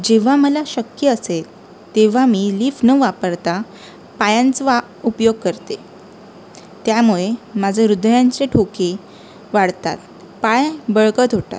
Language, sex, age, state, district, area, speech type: Marathi, female, 18-30, Maharashtra, Sindhudurg, rural, spontaneous